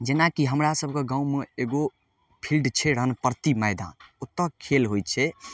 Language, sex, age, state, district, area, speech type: Maithili, male, 18-30, Bihar, Darbhanga, rural, spontaneous